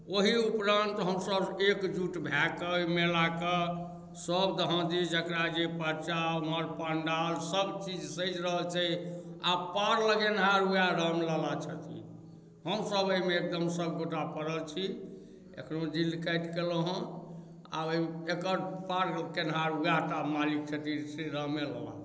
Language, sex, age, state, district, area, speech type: Maithili, male, 45-60, Bihar, Darbhanga, rural, spontaneous